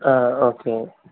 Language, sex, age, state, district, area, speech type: Tamil, male, 18-30, Tamil Nadu, Madurai, urban, conversation